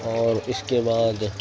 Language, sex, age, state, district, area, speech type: Urdu, male, 18-30, Uttar Pradesh, Gautam Buddha Nagar, rural, spontaneous